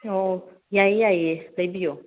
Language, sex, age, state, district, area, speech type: Manipuri, female, 30-45, Manipur, Kangpokpi, urban, conversation